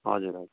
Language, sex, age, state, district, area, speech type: Nepali, male, 45-60, West Bengal, Darjeeling, rural, conversation